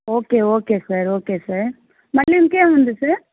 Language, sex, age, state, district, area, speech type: Telugu, female, 45-60, Andhra Pradesh, Sri Balaji, rural, conversation